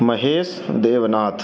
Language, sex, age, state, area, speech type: Sanskrit, male, 30-45, Madhya Pradesh, urban, spontaneous